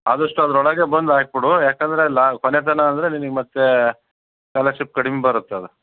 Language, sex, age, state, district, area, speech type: Kannada, male, 45-60, Karnataka, Davanagere, rural, conversation